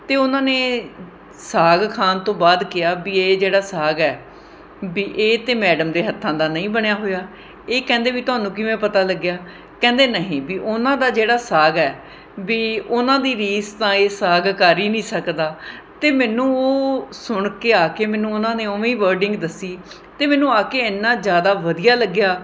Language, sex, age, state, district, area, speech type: Punjabi, female, 45-60, Punjab, Mohali, urban, spontaneous